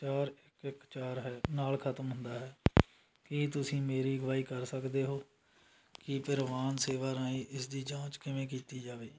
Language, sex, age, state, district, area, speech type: Punjabi, male, 45-60, Punjab, Muktsar, urban, read